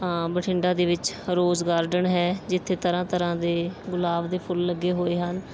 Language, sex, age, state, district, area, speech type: Punjabi, female, 18-30, Punjab, Bathinda, rural, spontaneous